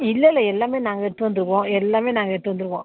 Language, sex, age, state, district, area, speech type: Tamil, female, 45-60, Tamil Nadu, Nilgiris, rural, conversation